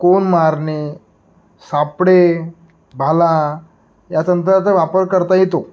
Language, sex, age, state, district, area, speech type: Marathi, male, 18-30, Maharashtra, Nagpur, urban, spontaneous